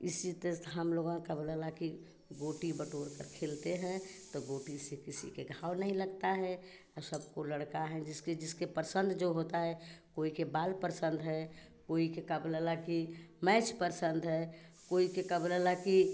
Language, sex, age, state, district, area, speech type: Hindi, female, 60+, Uttar Pradesh, Chandauli, rural, spontaneous